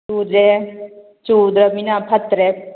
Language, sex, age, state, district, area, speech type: Manipuri, female, 45-60, Manipur, Kakching, rural, conversation